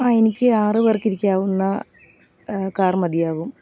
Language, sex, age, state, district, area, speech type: Malayalam, female, 30-45, Kerala, Alappuzha, rural, spontaneous